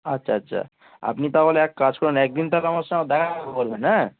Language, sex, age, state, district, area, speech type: Bengali, male, 18-30, West Bengal, Darjeeling, rural, conversation